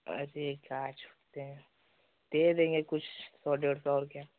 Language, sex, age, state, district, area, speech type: Hindi, male, 18-30, Uttar Pradesh, Chandauli, rural, conversation